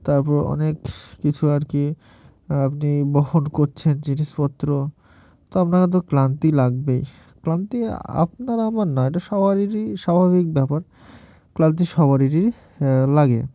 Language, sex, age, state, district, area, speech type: Bengali, male, 18-30, West Bengal, Murshidabad, urban, spontaneous